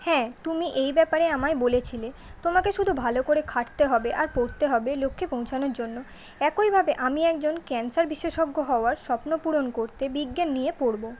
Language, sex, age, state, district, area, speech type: Bengali, female, 18-30, West Bengal, Kolkata, urban, read